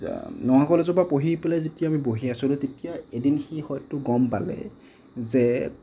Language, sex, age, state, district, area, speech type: Assamese, male, 60+, Assam, Nagaon, rural, spontaneous